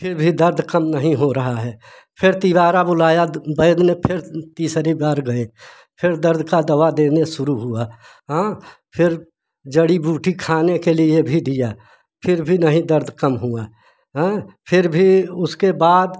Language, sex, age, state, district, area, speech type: Hindi, male, 60+, Uttar Pradesh, Prayagraj, rural, spontaneous